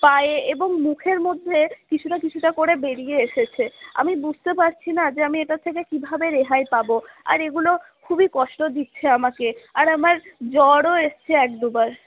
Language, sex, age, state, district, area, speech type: Bengali, female, 18-30, West Bengal, Paschim Bardhaman, rural, conversation